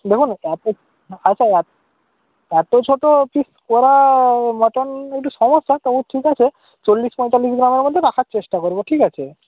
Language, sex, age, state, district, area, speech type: Bengali, male, 18-30, West Bengal, Purba Medinipur, rural, conversation